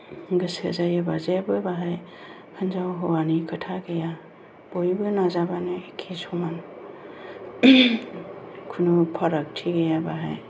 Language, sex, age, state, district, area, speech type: Bodo, female, 45-60, Assam, Kokrajhar, urban, spontaneous